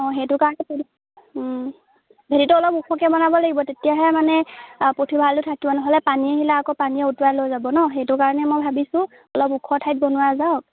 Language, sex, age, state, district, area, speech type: Assamese, female, 18-30, Assam, Lakhimpur, rural, conversation